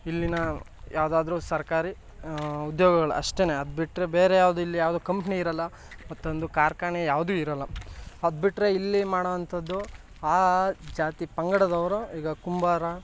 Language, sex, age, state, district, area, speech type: Kannada, male, 18-30, Karnataka, Chamarajanagar, rural, spontaneous